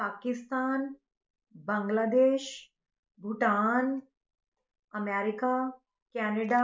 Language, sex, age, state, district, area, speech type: Punjabi, female, 30-45, Punjab, Rupnagar, urban, spontaneous